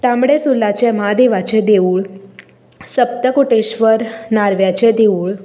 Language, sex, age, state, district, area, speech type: Goan Konkani, female, 18-30, Goa, Tiswadi, rural, spontaneous